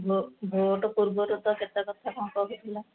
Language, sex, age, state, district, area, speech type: Odia, female, 30-45, Odisha, Sundergarh, urban, conversation